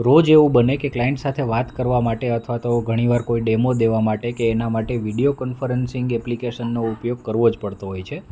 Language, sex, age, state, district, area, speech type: Gujarati, male, 30-45, Gujarat, Rajkot, urban, spontaneous